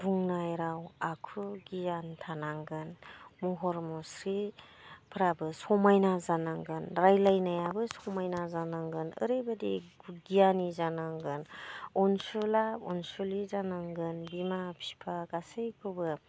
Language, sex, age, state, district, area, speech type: Bodo, female, 45-60, Assam, Udalguri, rural, spontaneous